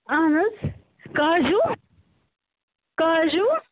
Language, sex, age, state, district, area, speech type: Kashmiri, female, 18-30, Jammu and Kashmir, Ganderbal, rural, conversation